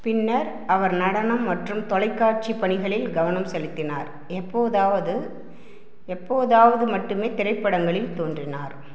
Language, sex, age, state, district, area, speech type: Tamil, female, 60+, Tamil Nadu, Namakkal, rural, read